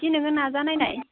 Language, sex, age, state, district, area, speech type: Bodo, female, 18-30, Assam, Baksa, rural, conversation